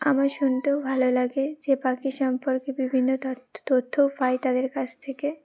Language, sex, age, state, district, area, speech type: Bengali, female, 18-30, West Bengal, Uttar Dinajpur, urban, spontaneous